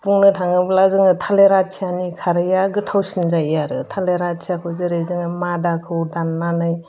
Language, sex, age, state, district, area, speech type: Bodo, female, 30-45, Assam, Udalguri, urban, spontaneous